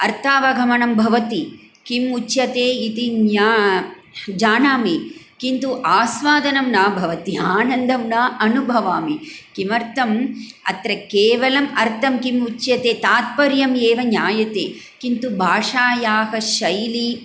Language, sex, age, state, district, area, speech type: Sanskrit, female, 45-60, Tamil Nadu, Coimbatore, urban, spontaneous